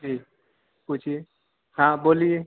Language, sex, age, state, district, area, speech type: Hindi, male, 18-30, Madhya Pradesh, Hoshangabad, urban, conversation